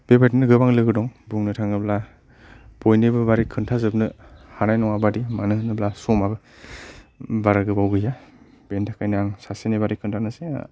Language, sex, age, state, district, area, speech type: Bodo, male, 30-45, Assam, Kokrajhar, rural, spontaneous